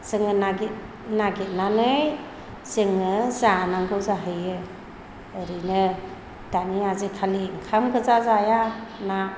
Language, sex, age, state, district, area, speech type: Bodo, female, 45-60, Assam, Chirang, rural, spontaneous